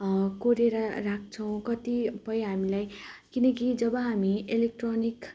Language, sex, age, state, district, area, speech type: Nepali, female, 18-30, West Bengal, Darjeeling, rural, spontaneous